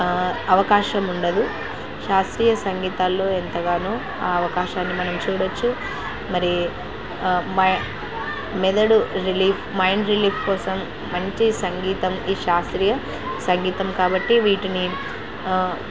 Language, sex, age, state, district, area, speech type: Telugu, female, 18-30, Andhra Pradesh, Kurnool, rural, spontaneous